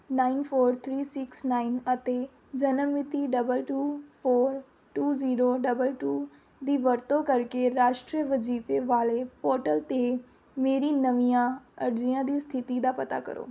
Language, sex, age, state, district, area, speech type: Punjabi, female, 18-30, Punjab, Rupnagar, rural, read